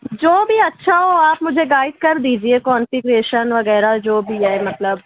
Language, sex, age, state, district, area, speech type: Urdu, male, 45-60, Maharashtra, Nashik, urban, conversation